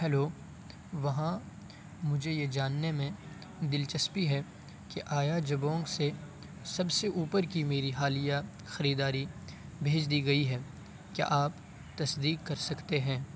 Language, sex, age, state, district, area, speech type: Urdu, male, 18-30, Bihar, Purnia, rural, read